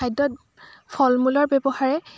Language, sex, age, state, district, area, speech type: Assamese, female, 30-45, Assam, Dibrugarh, rural, spontaneous